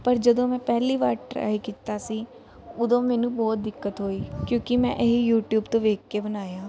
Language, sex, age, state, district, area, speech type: Punjabi, female, 18-30, Punjab, Mansa, urban, spontaneous